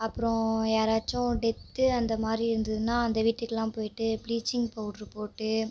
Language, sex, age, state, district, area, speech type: Tamil, female, 18-30, Tamil Nadu, Tiruchirappalli, rural, spontaneous